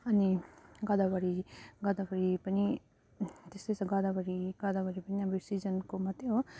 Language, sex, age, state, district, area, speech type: Nepali, female, 30-45, West Bengal, Jalpaiguri, urban, spontaneous